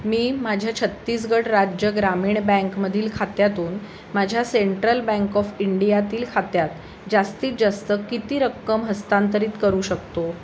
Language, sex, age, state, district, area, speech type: Marathi, female, 45-60, Maharashtra, Sangli, urban, read